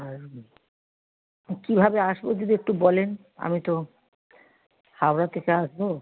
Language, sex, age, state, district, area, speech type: Bengali, female, 30-45, West Bengal, Howrah, urban, conversation